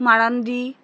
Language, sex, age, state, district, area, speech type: Bengali, female, 30-45, West Bengal, Alipurduar, rural, spontaneous